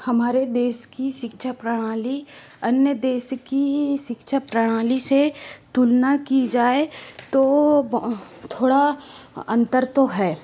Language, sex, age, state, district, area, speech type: Hindi, female, 30-45, Madhya Pradesh, Bhopal, urban, spontaneous